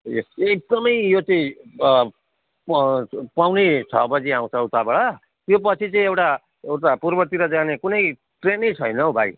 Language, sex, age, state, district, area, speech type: Nepali, male, 45-60, West Bengal, Jalpaiguri, urban, conversation